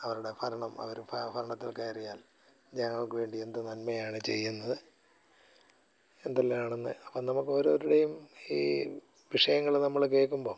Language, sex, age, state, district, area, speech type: Malayalam, male, 60+, Kerala, Alappuzha, rural, spontaneous